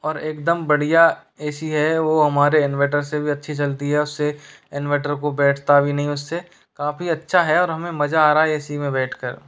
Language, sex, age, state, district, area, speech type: Hindi, male, 30-45, Rajasthan, Jaipur, urban, spontaneous